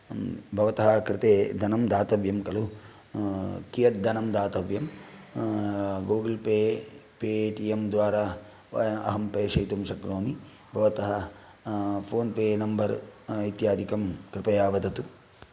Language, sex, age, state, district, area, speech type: Sanskrit, male, 45-60, Karnataka, Udupi, rural, spontaneous